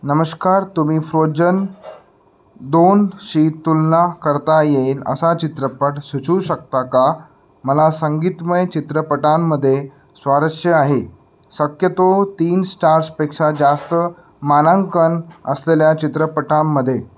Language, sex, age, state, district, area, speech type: Marathi, male, 18-30, Maharashtra, Nagpur, urban, read